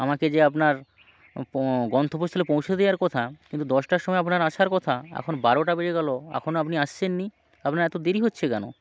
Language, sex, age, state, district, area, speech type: Bengali, male, 45-60, West Bengal, Hooghly, urban, spontaneous